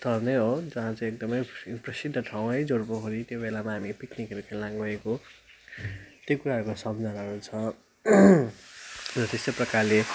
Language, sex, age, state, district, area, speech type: Nepali, male, 18-30, West Bengal, Darjeeling, rural, spontaneous